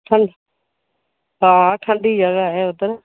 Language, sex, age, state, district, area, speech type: Dogri, female, 45-60, Jammu and Kashmir, Reasi, rural, conversation